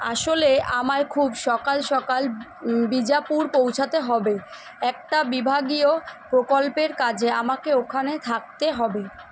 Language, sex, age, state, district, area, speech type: Bengali, female, 30-45, West Bengal, Kolkata, urban, read